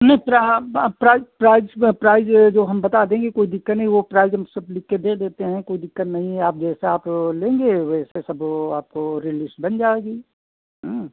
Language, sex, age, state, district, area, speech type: Hindi, male, 60+, Uttar Pradesh, Sitapur, rural, conversation